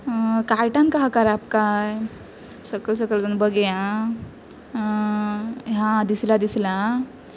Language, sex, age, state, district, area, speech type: Goan Konkani, female, 18-30, Goa, Pernem, rural, spontaneous